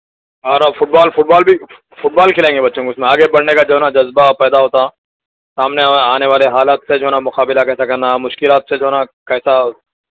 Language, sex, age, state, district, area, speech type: Urdu, male, 45-60, Telangana, Hyderabad, urban, conversation